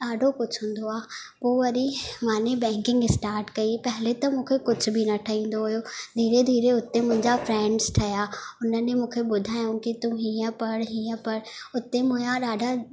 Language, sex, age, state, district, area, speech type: Sindhi, female, 18-30, Madhya Pradesh, Katni, rural, spontaneous